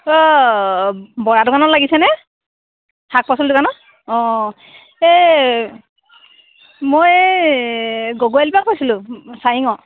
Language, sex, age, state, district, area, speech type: Assamese, female, 30-45, Assam, Sivasagar, urban, conversation